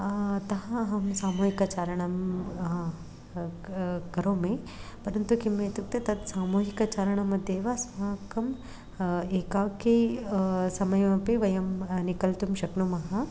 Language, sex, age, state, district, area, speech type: Sanskrit, female, 18-30, Karnataka, Dharwad, urban, spontaneous